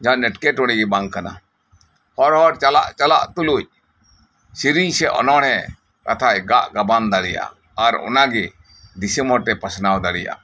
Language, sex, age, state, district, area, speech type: Santali, male, 60+, West Bengal, Birbhum, rural, spontaneous